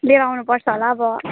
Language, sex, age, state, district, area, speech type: Nepali, female, 18-30, West Bengal, Jalpaiguri, rural, conversation